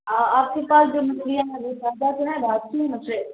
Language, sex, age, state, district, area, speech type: Urdu, female, 18-30, Bihar, Supaul, rural, conversation